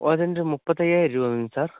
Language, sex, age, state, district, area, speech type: Malayalam, male, 18-30, Kerala, Wayanad, rural, conversation